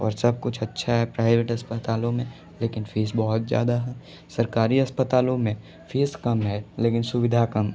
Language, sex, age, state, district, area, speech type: Hindi, male, 30-45, Uttar Pradesh, Sonbhadra, rural, spontaneous